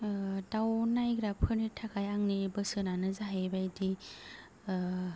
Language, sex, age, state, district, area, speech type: Bodo, female, 18-30, Assam, Kokrajhar, rural, spontaneous